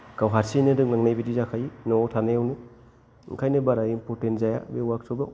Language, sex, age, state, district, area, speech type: Bodo, male, 30-45, Assam, Kokrajhar, rural, spontaneous